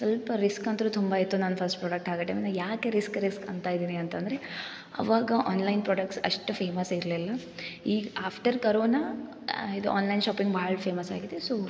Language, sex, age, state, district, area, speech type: Kannada, female, 18-30, Karnataka, Gulbarga, urban, spontaneous